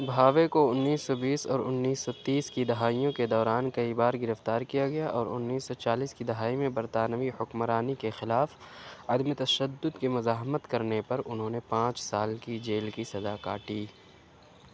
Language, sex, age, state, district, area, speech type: Urdu, male, 45-60, Uttar Pradesh, Aligarh, rural, read